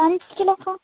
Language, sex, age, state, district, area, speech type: Tamil, female, 18-30, Tamil Nadu, Kallakurichi, rural, conversation